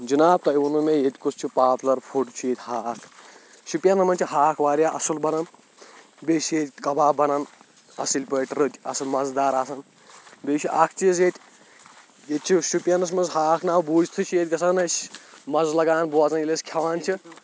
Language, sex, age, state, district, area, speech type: Kashmiri, male, 18-30, Jammu and Kashmir, Shopian, rural, spontaneous